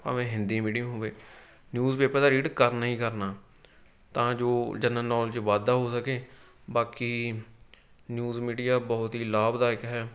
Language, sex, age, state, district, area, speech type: Punjabi, male, 18-30, Punjab, Fatehgarh Sahib, rural, spontaneous